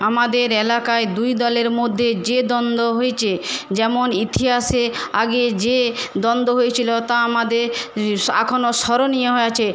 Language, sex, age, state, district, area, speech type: Bengali, female, 45-60, West Bengal, Paschim Medinipur, rural, spontaneous